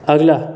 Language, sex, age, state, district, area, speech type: Hindi, male, 30-45, Rajasthan, Jodhpur, urban, read